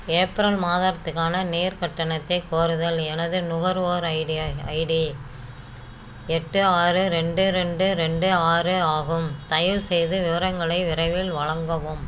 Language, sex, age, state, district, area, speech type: Tamil, female, 60+, Tamil Nadu, Namakkal, rural, read